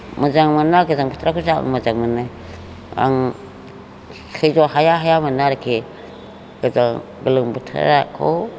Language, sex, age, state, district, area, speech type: Bodo, female, 60+, Assam, Chirang, rural, spontaneous